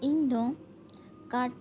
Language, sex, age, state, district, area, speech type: Santali, female, 18-30, West Bengal, Bankura, rural, spontaneous